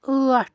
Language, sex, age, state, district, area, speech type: Kashmiri, female, 18-30, Jammu and Kashmir, Anantnag, rural, read